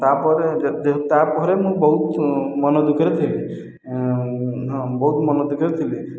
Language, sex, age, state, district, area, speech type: Odia, male, 18-30, Odisha, Khordha, rural, spontaneous